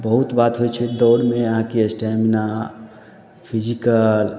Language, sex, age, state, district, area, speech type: Maithili, male, 18-30, Bihar, Samastipur, urban, spontaneous